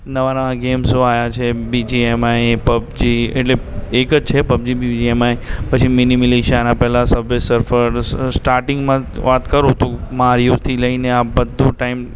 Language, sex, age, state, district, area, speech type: Gujarati, male, 18-30, Gujarat, Aravalli, urban, spontaneous